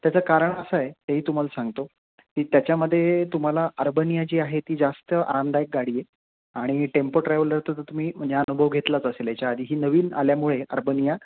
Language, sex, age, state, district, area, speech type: Marathi, male, 30-45, Maharashtra, Nashik, urban, conversation